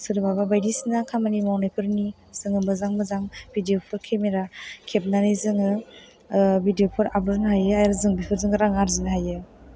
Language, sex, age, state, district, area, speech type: Bodo, female, 18-30, Assam, Chirang, urban, spontaneous